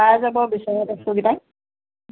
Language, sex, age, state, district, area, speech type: Assamese, female, 30-45, Assam, Jorhat, urban, conversation